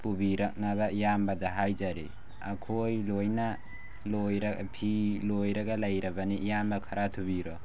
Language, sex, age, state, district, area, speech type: Manipuri, male, 18-30, Manipur, Tengnoupal, rural, spontaneous